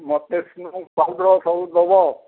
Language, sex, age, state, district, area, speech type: Odia, male, 60+, Odisha, Jharsuguda, rural, conversation